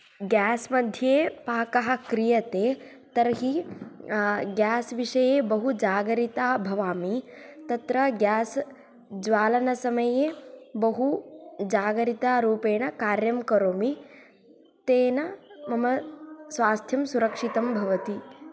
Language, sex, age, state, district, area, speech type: Sanskrit, female, 18-30, Karnataka, Tumkur, urban, spontaneous